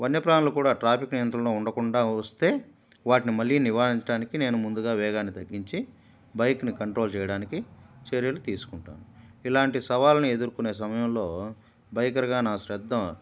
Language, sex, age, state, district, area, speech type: Telugu, male, 45-60, Andhra Pradesh, Kadapa, rural, spontaneous